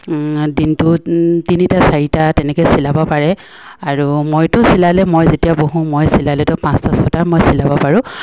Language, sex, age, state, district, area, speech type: Assamese, female, 45-60, Assam, Dibrugarh, rural, spontaneous